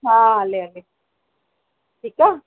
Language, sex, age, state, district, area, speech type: Sindhi, female, 45-60, Maharashtra, Thane, urban, conversation